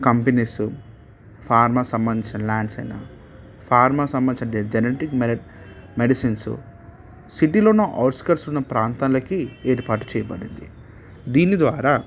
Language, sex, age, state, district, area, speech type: Telugu, male, 18-30, Telangana, Hyderabad, urban, spontaneous